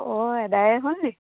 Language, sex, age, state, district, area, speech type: Assamese, female, 30-45, Assam, Lakhimpur, rural, conversation